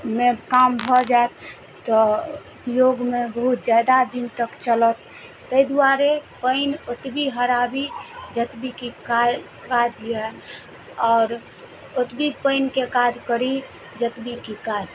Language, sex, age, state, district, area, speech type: Maithili, female, 30-45, Bihar, Madhubani, rural, spontaneous